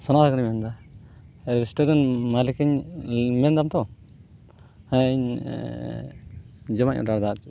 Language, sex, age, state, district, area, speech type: Santali, male, 30-45, West Bengal, Purulia, rural, spontaneous